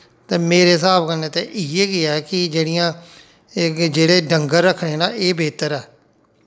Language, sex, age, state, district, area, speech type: Dogri, male, 45-60, Jammu and Kashmir, Jammu, rural, spontaneous